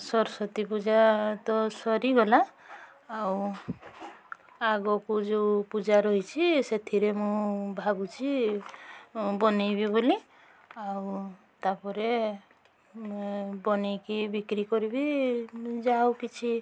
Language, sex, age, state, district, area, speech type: Odia, female, 45-60, Odisha, Mayurbhanj, rural, spontaneous